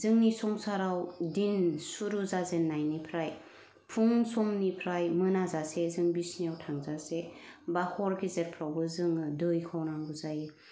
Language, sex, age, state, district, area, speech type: Bodo, female, 30-45, Assam, Kokrajhar, urban, spontaneous